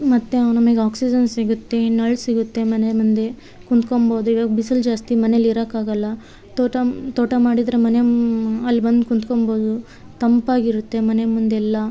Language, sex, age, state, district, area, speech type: Kannada, female, 30-45, Karnataka, Vijayanagara, rural, spontaneous